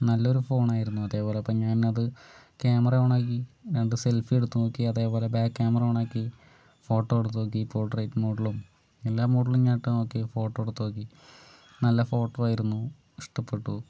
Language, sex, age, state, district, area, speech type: Malayalam, male, 45-60, Kerala, Palakkad, urban, spontaneous